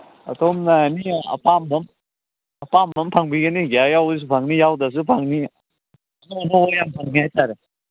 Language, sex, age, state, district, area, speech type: Manipuri, male, 18-30, Manipur, Churachandpur, rural, conversation